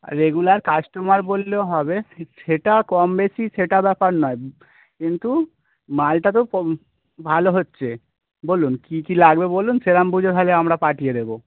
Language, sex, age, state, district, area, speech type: Bengali, male, 30-45, West Bengal, Birbhum, urban, conversation